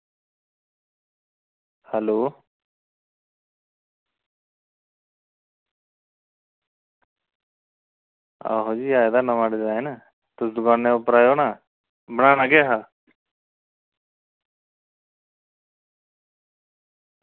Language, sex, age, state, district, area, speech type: Dogri, male, 30-45, Jammu and Kashmir, Reasi, rural, conversation